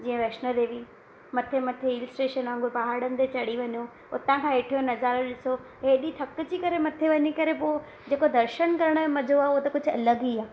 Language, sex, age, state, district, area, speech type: Sindhi, female, 30-45, Gujarat, Surat, urban, spontaneous